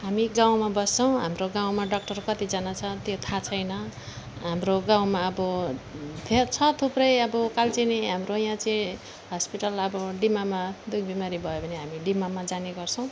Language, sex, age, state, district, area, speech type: Nepali, female, 45-60, West Bengal, Alipurduar, urban, spontaneous